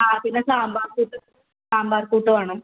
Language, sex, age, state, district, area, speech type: Malayalam, female, 18-30, Kerala, Kasaragod, rural, conversation